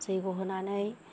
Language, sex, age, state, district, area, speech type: Bodo, female, 45-60, Assam, Kokrajhar, rural, spontaneous